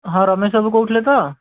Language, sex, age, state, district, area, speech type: Odia, male, 30-45, Odisha, Jajpur, rural, conversation